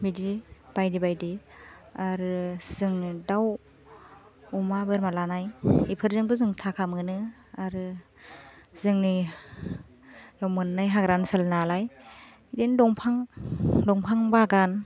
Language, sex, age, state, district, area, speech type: Bodo, female, 18-30, Assam, Baksa, rural, spontaneous